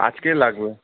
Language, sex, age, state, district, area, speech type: Bengali, male, 18-30, West Bengal, Malda, rural, conversation